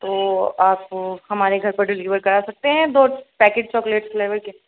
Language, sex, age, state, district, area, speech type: Urdu, female, 30-45, Uttar Pradesh, Muzaffarnagar, urban, conversation